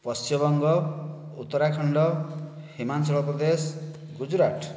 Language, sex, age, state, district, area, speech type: Odia, male, 45-60, Odisha, Kandhamal, rural, spontaneous